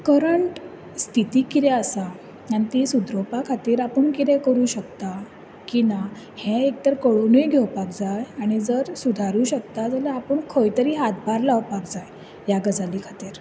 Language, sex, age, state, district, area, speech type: Goan Konkani, female, 18-30, Goa, Bardez, urban, spontaneous